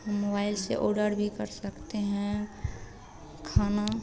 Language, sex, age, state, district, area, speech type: Hindi, female, 18-30, Bihar, Madhepura, rural, spontaneous